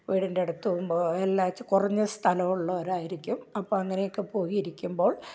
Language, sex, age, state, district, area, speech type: Malayalam, female, 60+, Kerala, Malappuram, rural, spontaneous